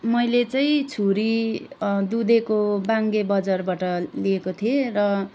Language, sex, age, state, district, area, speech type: Nepali, female, 30-45, West Bengal, Darjeeling, rural, spontaneous